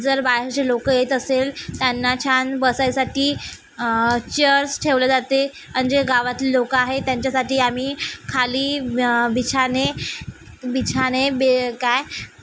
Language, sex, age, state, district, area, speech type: Marathi, female, 30-45, Maharashtra, Nagpur, urban, spontaneous